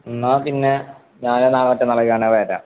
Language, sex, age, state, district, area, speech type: Malayalam, male, 18-30, Kerala, Malappuram, rural, conversation